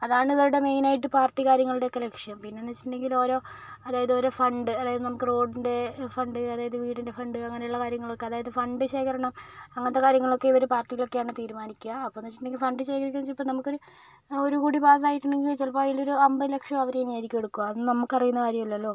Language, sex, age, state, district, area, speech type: Malayalam, female, 18-30, Kerala, Kozhikode, urban, spontaneous